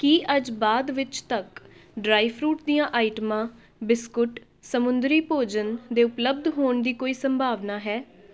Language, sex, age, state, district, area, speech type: Punjabi, female, 18-30, Punjab, Shaheed Bhagat Singh Nagar, urban, read